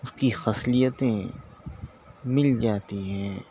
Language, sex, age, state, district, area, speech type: Urdu, male, 18-30, Telangana, Hyderabad, urban, spontaneous